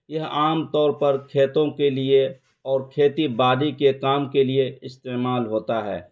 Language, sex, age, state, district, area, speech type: Urdu, male, 30-45, Bihar, Araria, rural, spontaneous